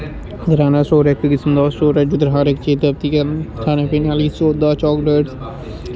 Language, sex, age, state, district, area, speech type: Dogri, male, 18-30, Jammu and Kashmir, Jammu, rural, spontaneous